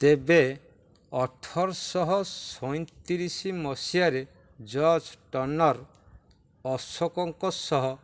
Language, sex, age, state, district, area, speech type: Odia, male, 45-60, Odisha, Dhenkanal, rural, read